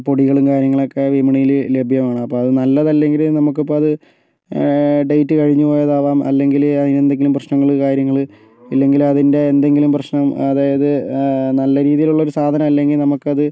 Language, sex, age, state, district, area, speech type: Malayalam, male, 30-45, Kerala, Kozhikode, urban, spontaneous